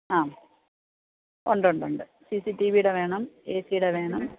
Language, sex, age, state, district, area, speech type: Malayalam, female, 45-60, Kerala, Idukki, rural, conversation